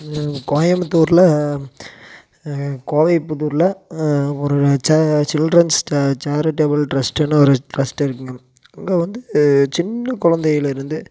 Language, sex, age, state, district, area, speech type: Tamil, male, 18-30, Tamil Nadu, Coimbatore, urban, spontaneous